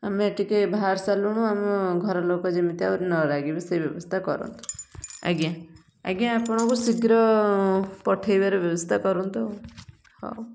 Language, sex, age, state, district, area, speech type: Odia, female, 30-45, Odisha, Kendujhar, urban, spontaneous